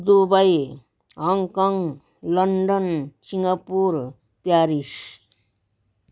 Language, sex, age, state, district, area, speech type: Nepali, female, 60+, West Bengal, Darjeeling, rural, spontaneous